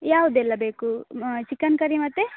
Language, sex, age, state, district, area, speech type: Kannada, female, 18-30, Karnataka, Dakshina Kannada, rural, conversation